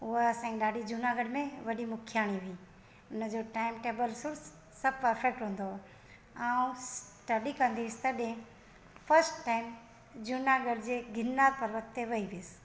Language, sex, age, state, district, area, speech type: Sindhi, female, 45-60, Gujarat, Junagadh, urban, spontaneous